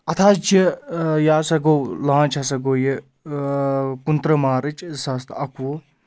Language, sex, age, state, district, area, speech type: Kashmiri, male, 30-45, Jammu and Kashmir, Anantnag, rural, spontaneous